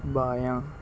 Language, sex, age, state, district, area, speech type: Urdu, male, 18-30, Maharashtra, Nashik, urban, read